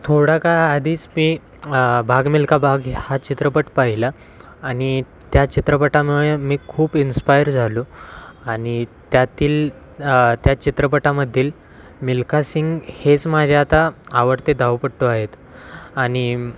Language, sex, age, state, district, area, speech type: Marathi, male, 18-30, Maharashtra, Wardha, urban, spontaneous